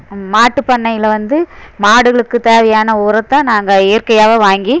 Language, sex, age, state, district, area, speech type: Tamil, female, 60+, Tamil Nadu, Erode, urban, spontaneous